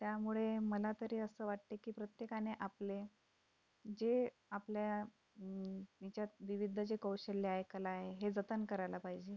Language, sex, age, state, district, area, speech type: Marathi, female, 30-45, Maharashtra, Akola, urban, spontaneous